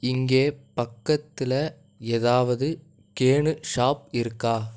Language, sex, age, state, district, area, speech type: Tamil, male, 18-30, Tamil Nadu, Nagapattinam, rural, read